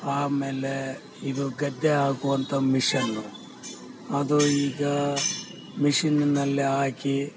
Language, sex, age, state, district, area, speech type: Kannada, male, 45-60, Karnataka, Bellary, rural, spontaneous